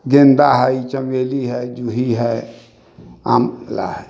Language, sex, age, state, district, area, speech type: Maithili, male, 60+, Bihar, Sitamarhi, rural, spontaneous